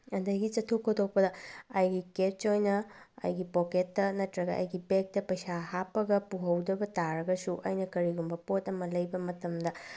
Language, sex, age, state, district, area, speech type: Manipuri, female, 45-60, Manipur, Bishnupur, rural, spontaneous